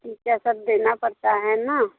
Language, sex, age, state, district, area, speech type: Hindi, female, 45-60, Uttar Pradesh, Mirzapur, rural, conversation